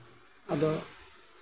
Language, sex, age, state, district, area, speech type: Santali, male, 60+, West Bengal, Birbhum, rural, spontaneous